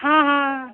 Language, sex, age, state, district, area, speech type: Maithili, female, 18-30, Bihar, Muzaffarpur, urban, conversation